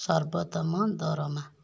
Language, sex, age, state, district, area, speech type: Odia, female, 45-60, Odisha, Kendujhar, urban, read